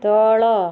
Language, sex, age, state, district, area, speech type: Odia, female, 45-60, Odisha, Malkangiri, urban, read